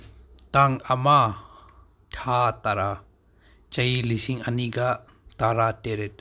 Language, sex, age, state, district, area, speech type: Manipuri, male, 30-45, Manipur, Senapati, rural, spontaneous